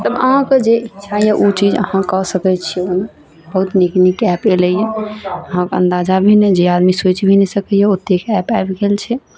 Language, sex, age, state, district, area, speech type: Maithili, female, 18-30, Bihar, Araria, rural, spontaneous